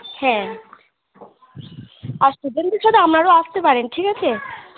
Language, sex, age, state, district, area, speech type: Bengali, female, 45-60, West Bengal, Purba Bardhaman, rural, conversation